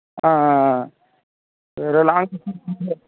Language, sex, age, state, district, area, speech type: Tamil, female, 18-30, Tamil Nadu, Dharmapuri, rural, conversation